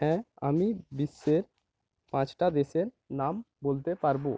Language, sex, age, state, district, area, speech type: Bengali, male, 18-30, West Bengal, Purba Medinipur, rural, spontaneous